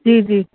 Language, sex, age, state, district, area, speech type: Sindhi, female, 30-45, Gujarat, Kutch, rural, conversation